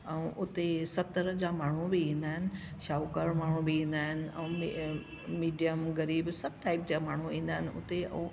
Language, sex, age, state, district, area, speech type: Sindhi, female, 60+, Delhi, South Delhi, urban, spontaneous